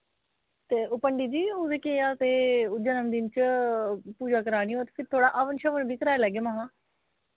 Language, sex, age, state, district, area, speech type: Dogri, female, 30-45, Jammu and Kashmir, Samba, rural, conversation